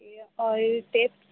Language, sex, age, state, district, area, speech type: Urdu, female, 18-30, Uttar Pradesh, Gautam Buddha Nagar, urban, conversation